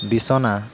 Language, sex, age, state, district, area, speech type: Assamese, male, 18-30, Assam, Kamrup Metropolitan, urban, read